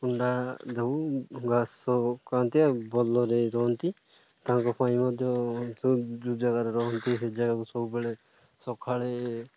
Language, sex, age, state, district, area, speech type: Odia, male, 30-45, Odisha, Nabarangpur, urban, spontaneous